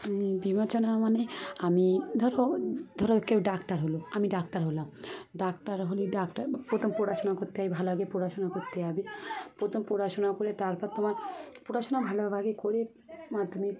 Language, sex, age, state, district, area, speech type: Bengali, female, 30-45, West Bengal, Dakshin Dinajpur, urban, spontaneous